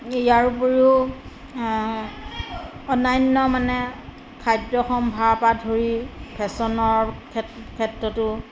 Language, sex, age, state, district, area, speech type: Assamese, female, 45-60, Assam, Majuli, rural, spontaneous